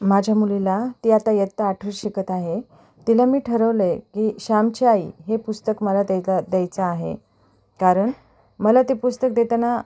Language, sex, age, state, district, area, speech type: Marathi, female, 30-45, Maharashtra, Ahmednagar, urban, spontaneous